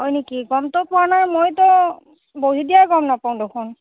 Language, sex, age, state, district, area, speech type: Assamese, female, 30-45, Assam, Barpeta, rural, conversation